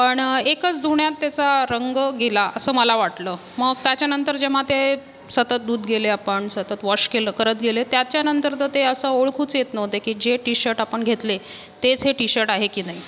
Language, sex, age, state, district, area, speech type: Marathi, female, 30-45, Maharashtra, Buldhana, rural, spontaneous